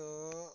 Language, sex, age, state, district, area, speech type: Marathi, male, 30-45, Maharashtra, Akola, urban, spontaneous